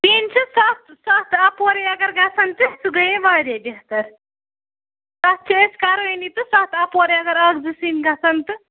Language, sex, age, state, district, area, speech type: Kashmiri, female, 45-60, Jammu and Kashmir, Ganderbal, rural, conversation